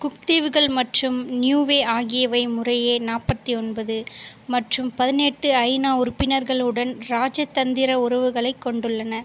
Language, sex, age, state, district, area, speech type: Tamil, female, 18-30, Tamil Nadu, Viluppuram, rural, read